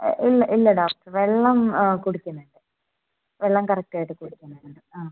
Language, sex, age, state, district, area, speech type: Malayalam, female, 18-30, Kerala, Wayanad, rural, conversation